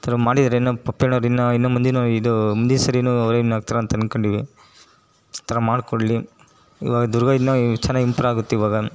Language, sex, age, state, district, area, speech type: Kannada, male, 30-45, Karnataka, Chitradurga, rural, spontaneous